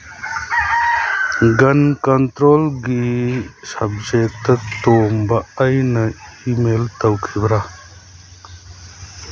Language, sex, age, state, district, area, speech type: Manipuri, male, 45-60, Manipur, Churachandpur, rural, read